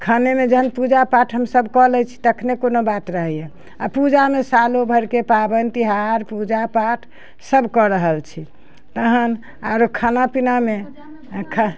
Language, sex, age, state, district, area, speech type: Maithili, female, 60+, Bihar, Muzaffarpur, urban, spontaneous